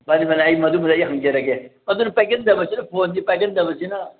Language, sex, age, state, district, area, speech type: Manipuri, male, 60+, Manipur, Imphal East, rural, conversation